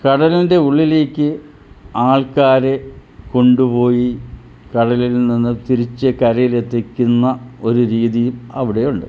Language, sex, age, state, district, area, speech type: Malayalam, male, 60+, Kerala, Pathanamthitta, rural, spontaneous